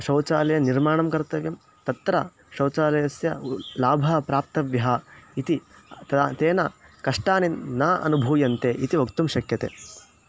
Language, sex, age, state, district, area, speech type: Sanskrit, male, 18-30, Karnataka, Chikkamagaluru, rural, spontaneous